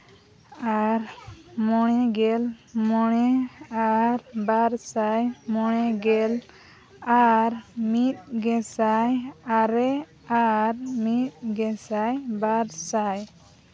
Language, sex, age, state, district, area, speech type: Santali, female, 18-30, Jharkhand, East Singhbhum, rural, spontaneous